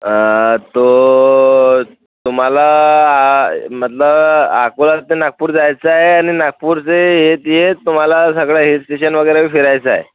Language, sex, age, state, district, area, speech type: Marathi, male, 18-30, Maharashtra, Akola, rural, conversation